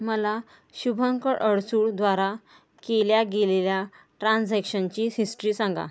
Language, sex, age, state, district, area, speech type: Marathi, female, 30-45, Maharashtra, Akola, urban, read